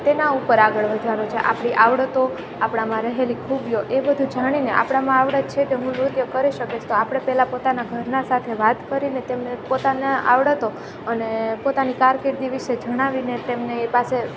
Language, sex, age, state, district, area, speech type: Gujarati, female, 18-30, Gujarat, Junagadh, rural, spontaneous